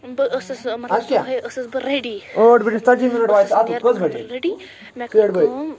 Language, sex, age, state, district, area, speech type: Kashmiri, female, 18-30, Jammu and Kashmir, Bandipora, rural, spontaneous